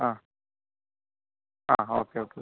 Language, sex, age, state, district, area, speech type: Malayalam, female, 45-60, Kerala, Kozhikode, urban, conversation